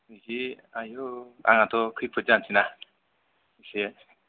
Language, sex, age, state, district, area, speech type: Bodo, male, 18-30, Assam, Chirang, rural, conversation